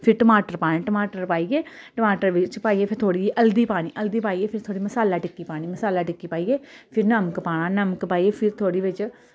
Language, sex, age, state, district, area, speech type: Dogri, female, 30-45, Jammu and Kashmir, Samba, urban, spontaneous